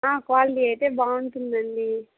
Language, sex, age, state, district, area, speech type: Telugu, female, 30-45, Andhra Pradesh, Kadapa, rural, conversation